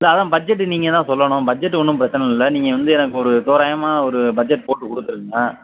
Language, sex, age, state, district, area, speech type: Tamil, male, 30-45, Tamil Nadu, Madurai, urban, conversation